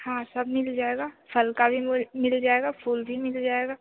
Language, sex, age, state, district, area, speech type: Hindi, female, 18-30, Bihar, Begusarai, rural, conversation